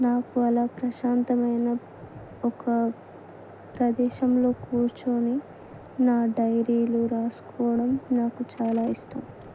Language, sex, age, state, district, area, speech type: Telugu, female, 18-30, Telangana, Adilabad, urban, spontaneous